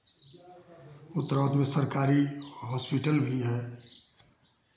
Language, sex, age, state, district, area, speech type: Hindi, male, 60+, Uttar Pradesh, Chandauli, urban, spontaneous